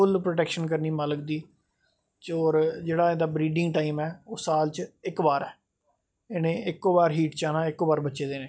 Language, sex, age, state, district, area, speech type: Dogri, male, 30-45, Jammu and Kashmir, Jammu, urban, spontaneous